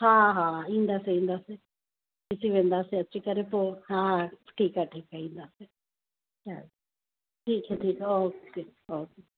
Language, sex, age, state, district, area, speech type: Sindhi, female, 45-60, Uttar Pradesh, Lucknow, urban, conversation